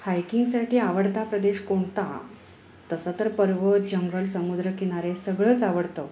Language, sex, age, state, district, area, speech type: Marathi, female, 30-45, Maharashtra, Sangli, urban, spontaneous